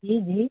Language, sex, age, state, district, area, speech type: Hindi, female, 30-45, Madhya Pradesh, Seoni, urban, conversation